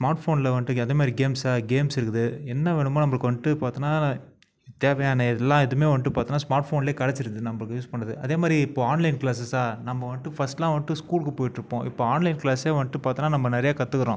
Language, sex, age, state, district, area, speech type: Tamil, male, 30-45, Tamil Nadu, Viluppuram, urban, spontaneous